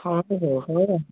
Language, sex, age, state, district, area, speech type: Odia, female, 60+, Odisha, Gajapati, rural, conversation